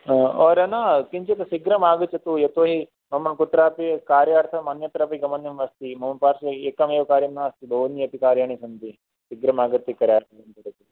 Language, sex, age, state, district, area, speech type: Sanskrit, male, 18-30, Rajasthan, Jodhpur, rural, conversation